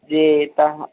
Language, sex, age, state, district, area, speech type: Maithili, male, 18-30, Bihar, Sitamarhi, urban, conversation